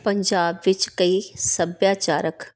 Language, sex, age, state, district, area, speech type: Punjabi, female, 45-60, Punjab, Tarn Taran, urban, spontaneous